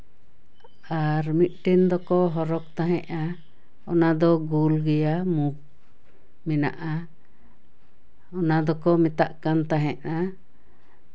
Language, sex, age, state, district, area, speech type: Santali, female, 60+, West Bengal, Paschim Bardhaman, urban, spontaneous